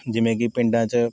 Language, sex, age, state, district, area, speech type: Punjabi, male, 18-30, Punjab, Mohali, rural, spontaneous